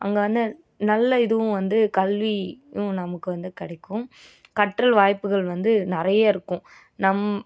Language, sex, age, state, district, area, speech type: Tamil, female, 18-30, Tamil Nadu, Coimbatore, rural, spontaneous